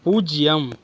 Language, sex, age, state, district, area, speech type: Tamil, male, 45-60, Tamil Nadu, Mayiladuthurai, rural, read